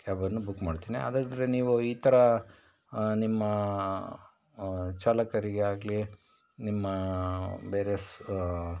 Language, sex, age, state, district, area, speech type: Kannada, male, 60+, Karnataka, Shimoga, rural, spontaneous